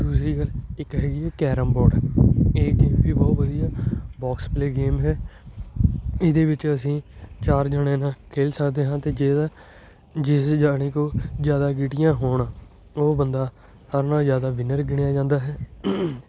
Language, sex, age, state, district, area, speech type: Punjabi, male, 18-30, Punjab, Shaheed Bhagat Singh Nagar, urban, spontaneous